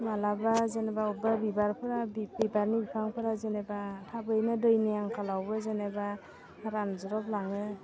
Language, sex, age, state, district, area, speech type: Bodo, female, 30-45, Assam, Udalguri, urban, spontaneous